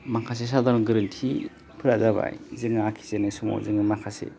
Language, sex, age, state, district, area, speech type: Bodo, male, 30-45, Assam, Baksa, rural, spontaneous